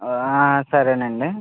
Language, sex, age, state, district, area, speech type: Telugu, male, 18-30, Andhra Pradesh, West Godavari, rural, conversation